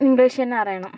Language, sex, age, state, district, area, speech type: Malayalam, female, 60+, Kerala, Kozhikode, urban, spontaneous